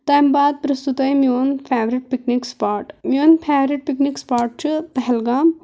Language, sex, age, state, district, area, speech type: Kashmiri, female, 18-30, Jammu and Kashmir, Kulgam, rural, spontaneous